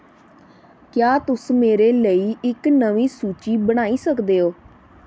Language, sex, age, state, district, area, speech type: Dogri, female, 30-45, Jammu and Kashmir, Samba, urban, read